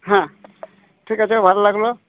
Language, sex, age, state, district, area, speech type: Bengali, male, 60+, West Bengal, Purba Bardhaman, urban, conversation